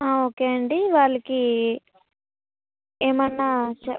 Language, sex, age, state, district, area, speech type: Telugu, female, 60+, Andhra Pradesh, Kakinada, rural, conversation